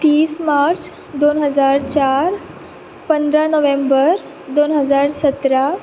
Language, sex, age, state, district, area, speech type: Goan Konkani, female, 18-30, Goa, Quepem, rural, spontaneous